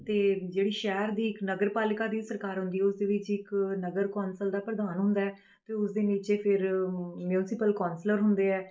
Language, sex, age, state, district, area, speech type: Punjabi, female, 30-45, Punjab, Rupnagar, urban, spontaneous